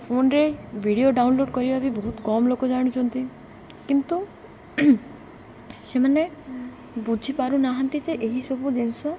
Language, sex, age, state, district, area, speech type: Odia, female, 18-30, Odisha, Malkangiri, urban, spontaneous